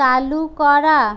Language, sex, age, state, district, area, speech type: Bengali, other, 45-60, West Bengal, Jhargram, rural, read